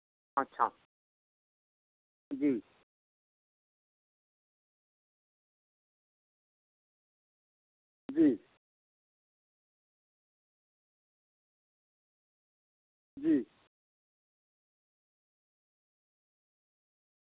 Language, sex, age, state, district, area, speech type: Dogri, male, 60+, Jammu and Kashmir, Reasi, rural, conversation